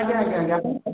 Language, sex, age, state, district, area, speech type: Odia, male, 30-45, Odisha, Khordha, rural, conversation